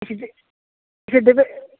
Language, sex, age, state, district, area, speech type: Kashmiri, male, 30-45, Jammu and Kashmir, Bandipora, rural, conversation